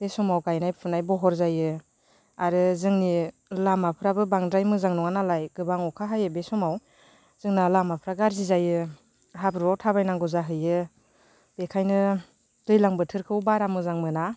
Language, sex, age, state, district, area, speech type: Bodo, female, 30-45, Assam, Baksa, rural, spontaneous